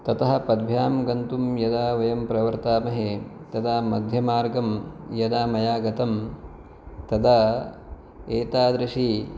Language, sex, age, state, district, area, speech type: Sanskrit, male, 30-45, Maharashtra, Pune, urban, spontaneous